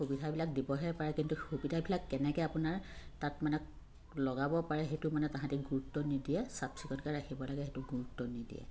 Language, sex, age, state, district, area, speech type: Assamese, female, 45-60, Assam, Sivasagar, urban, spontaneous